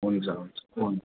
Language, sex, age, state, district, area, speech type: Nepali, male, 30-45, West Bengal, Jalpaiguri, rural, conversation